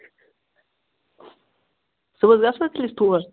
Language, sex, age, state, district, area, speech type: Kashmiri, male, 18-30, Jammu and Kashmir, Bandipora, rural, conversation